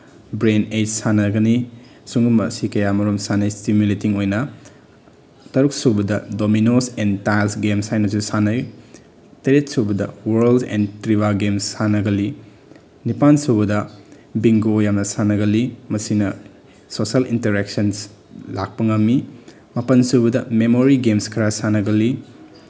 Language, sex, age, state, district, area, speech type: Manipuri, male, 18-30, Manipur, Bishnupur, rural, spontaneous